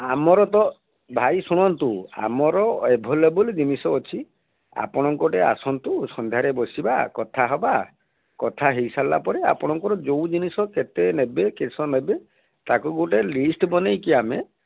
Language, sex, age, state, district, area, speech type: Odia, male, 60+, Odisha, Balasore, rural, conversation